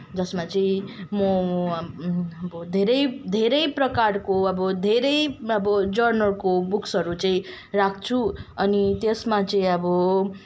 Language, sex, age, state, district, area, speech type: Nepali, female, 18-30, West Bengal, Kalimpong, rural, spontaneous